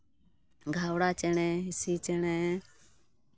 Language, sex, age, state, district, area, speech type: Santali, female, 30-45, West Bengal, Malda, rural, spontaneous